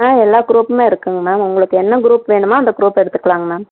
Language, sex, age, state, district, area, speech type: Tamil, female, 45-60, Tamil Nadu, Erode, rural, conversation